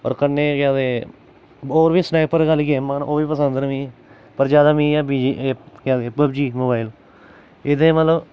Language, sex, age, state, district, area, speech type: Dogri, male, 18-30, Jammu and Kashmir, Jammu, urban, spontaneous